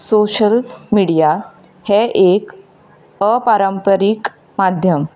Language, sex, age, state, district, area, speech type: Goan Konkani, female, 18-30, Goa, Ponda, rural, spontaneous